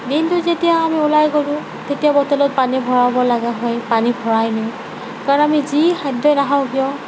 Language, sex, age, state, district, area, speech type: Assamese, female, 45-60, Assam, Nagaon, rural, spontaneous